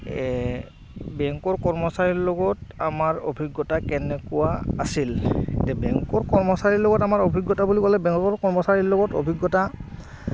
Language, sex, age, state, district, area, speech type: Assamese, male, 30-45, Assam, Goalpara, urban, spontaneous